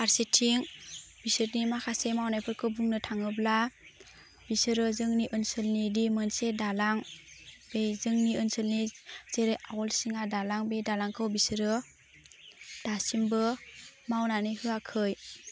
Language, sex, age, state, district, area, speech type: Bodo, female, 18-30, Assam, Baksa, rural, spontaneous